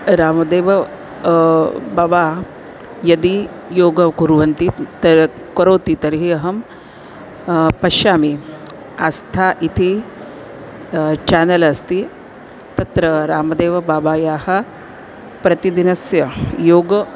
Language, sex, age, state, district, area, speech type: Sanskrit, female, 45-60, Maharashtra, Nagpur, urban, spontaneous